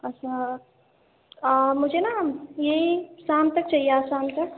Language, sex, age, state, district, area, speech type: Urdu, female, 18-30, Uttar Pradesh, Ghaziabad, rural, conversation